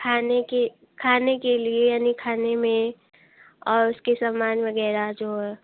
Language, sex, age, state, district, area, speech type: Hindi, female, 18-30, Uttar Pradesh, Bhadohi, urban, conversation